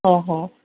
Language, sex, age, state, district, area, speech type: Odia, female, 45-60, Odisha, Sundergarh, rural, conversation